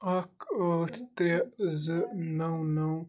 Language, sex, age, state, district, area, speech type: Kashmiri, male, 18-30, Jammu and Kashmir, Bandipora, rural, read